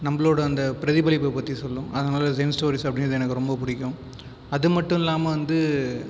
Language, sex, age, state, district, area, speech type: Tamil, male, 18-30, Tamil Nadu, Viluppuram, rural, spontaneous